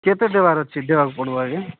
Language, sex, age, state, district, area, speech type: Odia, male, 45-60, Odisha, Nabarangpur, rural, conversation